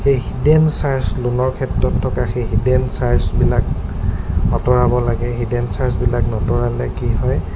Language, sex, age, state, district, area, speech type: Assamese, male, 30-45, Assam, Goalpara, urban, spontaneous